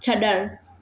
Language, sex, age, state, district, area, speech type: Sindhi, female, 60+, Maharashtra, Mumbai Suburban, urban, read